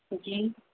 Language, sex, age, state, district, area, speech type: Urdu, female, 18-30, Uttar Pradesh, Aligarh, urban, conversation